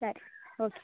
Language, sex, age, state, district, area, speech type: Kannada, female, 18-30, Karnataka, Dakshina Kannada, rural, conversation